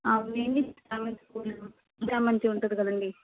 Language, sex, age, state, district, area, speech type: Telugu, female, 30-45, Andhra Pradesh, Vizianagaram, urban, conversation